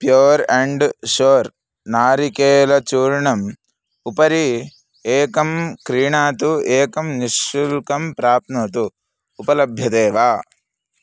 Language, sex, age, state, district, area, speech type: Sanskrit, male, 18-30, Karnataka, Chikkamagaluru, urban, read